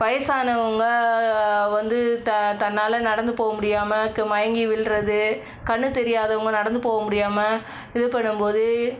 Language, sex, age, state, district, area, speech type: Tamil, female, 45-60, Tamil Nadu, Cuddalore, rural, spontaneous